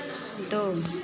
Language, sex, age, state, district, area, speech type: Hindi, female, 45-60, Uttar Pradesh, Mau, urban, read